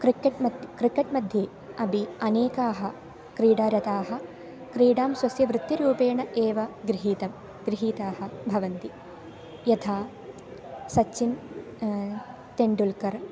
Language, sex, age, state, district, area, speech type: Sanskrit, female, 18-30, Kerala, Palakkad, rural, spontaneous